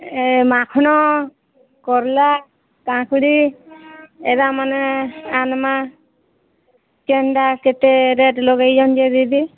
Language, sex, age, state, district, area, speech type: Odia, female, 45-60, Odisha, Sambalpur, rural, conversation